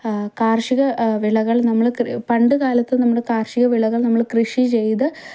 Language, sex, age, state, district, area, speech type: Malayalam, female, 18-30, Kerala, Idukki, rural, spontaneous